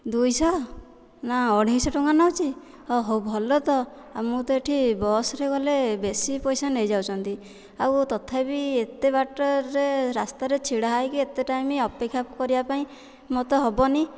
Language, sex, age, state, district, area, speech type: Odia, female, 18-30, Odisha, Dhenkanal, rural, spontaneous